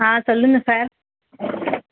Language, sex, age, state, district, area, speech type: Tamil, female, 18-30, Tamil Nadu, Perambalur, urban, conversation